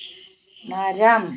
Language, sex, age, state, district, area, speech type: Malayalam, female, 60+, Kerala, Wayanad, rural, read